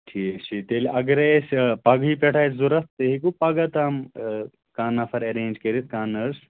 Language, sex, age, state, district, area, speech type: Kashmiri, male, 30-45, Jammu and Kashmir, Kulgam, rural, conversation